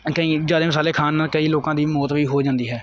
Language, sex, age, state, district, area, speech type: Punjabi, male, 18-30, Punjab, Kapurthala, urban, spontaneous